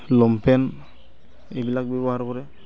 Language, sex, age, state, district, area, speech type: Assamese, male, 30-45, Assam, Barpeta, rural, spontaneous